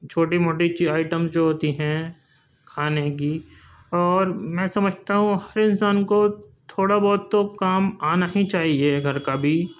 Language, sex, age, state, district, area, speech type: Urdu, male, 45-60, Uttar Pradesh, Gautam Buddha Nagar, urban, spontaneous